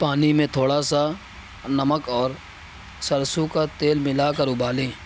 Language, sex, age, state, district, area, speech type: Urdu, male, 30-45, Maharashtra, Nashik, urban, spontaneous